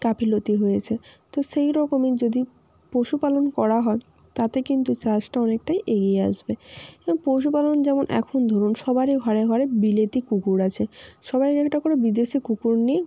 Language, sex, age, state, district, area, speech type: Bengali, female, 18-30, West Bengal, North 24 Parganas, rural, spontaneous